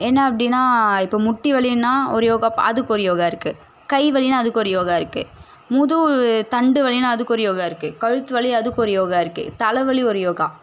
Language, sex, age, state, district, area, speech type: Tamil, female, 18-30, Tamil Nadu, Chennai, urban, spontaneous